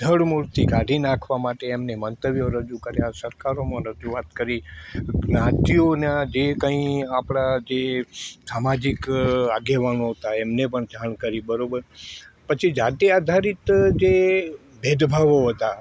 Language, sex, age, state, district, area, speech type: Gujarati, male, 60+, Gujarat, Morbi, rural, spontaneous